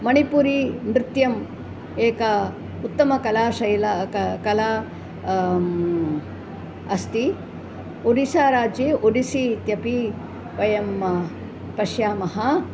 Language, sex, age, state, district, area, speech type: Sanskrit, female, 60+, Kerala, Palakkad, urban, spontaneous